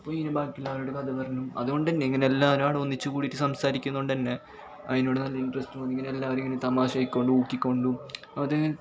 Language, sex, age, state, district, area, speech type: Malayalam, male, 18-30, Kerala, Kasaragod, rural, spontaneous